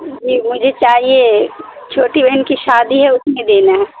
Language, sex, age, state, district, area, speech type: Urdu, female, 45-60, Bihar, Supaul, rural, conversation